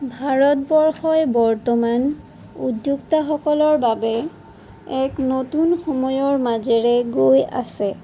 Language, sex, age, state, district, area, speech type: Assamese, female, 45-60, Assam, Sonitpur, rural, spontaneous